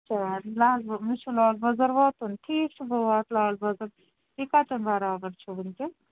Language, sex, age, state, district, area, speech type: Kashmiri, female, 45-60, Jammu and Kashmir, Srinagar, urban, conversation